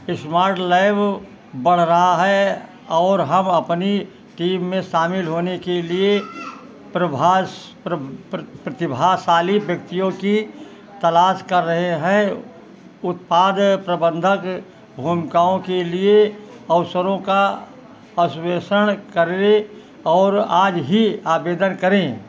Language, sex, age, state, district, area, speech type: Hindi, male, 60+, Uttar Pradesh, Ayodhya, rural, read